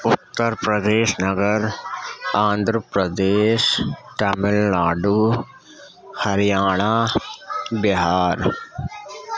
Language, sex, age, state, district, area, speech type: Urdu, male, 30-45, Uttar Pradesh, Gautam Buddha Nagar, urban, spontaneous